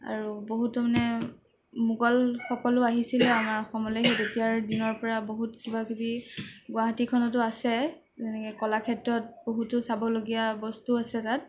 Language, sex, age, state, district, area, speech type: Assamese, female, 18-30, Assam, Nagaon, rural, spontaneous